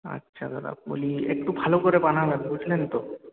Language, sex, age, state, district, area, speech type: Bengali, male, 18-30, West Bengal, Purulia, urban, conversation